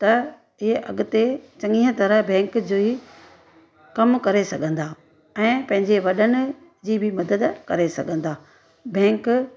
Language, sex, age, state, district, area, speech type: Sindhi, female, 45-60, Gujarat, Surat, urban, spontaneous